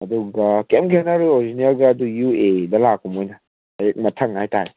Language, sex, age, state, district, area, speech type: Manipuri, male, 18-30, Manipur, Kangpokpi, urban, conversation